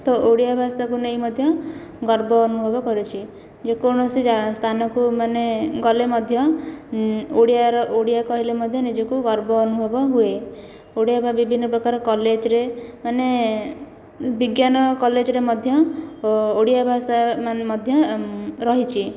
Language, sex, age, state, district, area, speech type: Odia, female, 18-30, Odisha, Khordha, rural, spontaneous